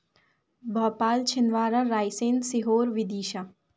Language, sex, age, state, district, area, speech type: Hindi, female, 18-30, Madhya Pradesh, Chhindwara, urban, spontaneous